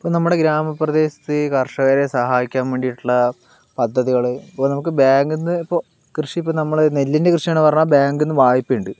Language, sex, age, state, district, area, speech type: Malayalam, male, 18-30, Kerala, Palakkad, rural, spontaneous